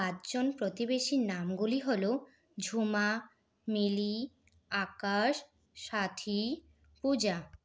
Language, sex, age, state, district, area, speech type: Bengali, female, 18-30, West Bengal, Purulia, urban, spontaneous